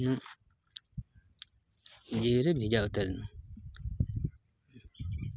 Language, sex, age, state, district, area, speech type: Santali, male, 30-45, West Bengal, Purulia, rural, spontaneous